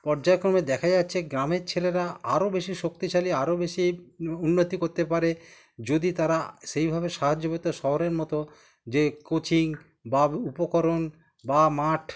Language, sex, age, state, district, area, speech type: Bengali, male, 45-60, West Bengal, Howrah, urban, spontaneous